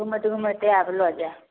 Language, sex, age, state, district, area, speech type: Maithili, female, 30-45, Bihar, Samastipur, rural, conversation